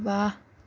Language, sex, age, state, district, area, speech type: Urdu, female, 18-30, Delhi, Central Delhi, urban, read